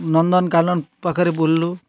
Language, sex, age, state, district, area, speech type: Odia, male, 60+, Odisha, Kalahandi, rural, spontaneous